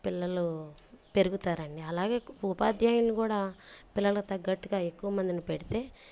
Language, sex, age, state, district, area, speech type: Telugu, female, 30-45, Andhra Pradesh, Bapatla, urban, spontaneous